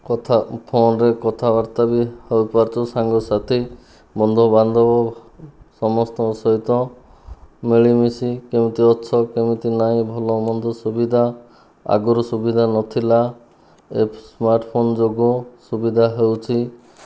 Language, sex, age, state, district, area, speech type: Odia, male, 30-45, Odisha, Kandhamal, rural, spontaneous